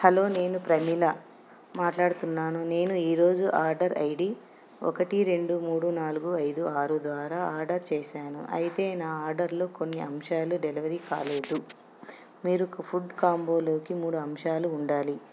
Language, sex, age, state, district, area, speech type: Telugu, female, 45-60, Andhra Pradesh, Anantapur, urban, spontaneous